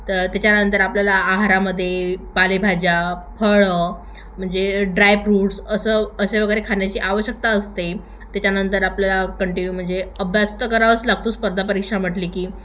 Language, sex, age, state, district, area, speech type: Marathi, female, 18-30, Maharashtra, Thane, urban, spontaneous